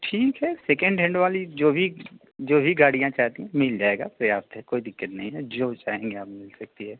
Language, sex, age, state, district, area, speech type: Hindi, male, 30-45, Uttar Pradesh, Azamgarh, rural, conversation